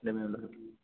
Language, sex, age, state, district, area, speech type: Tamil, male, 45-60, Tamil Nadu, Tiruvarur, urban, conversation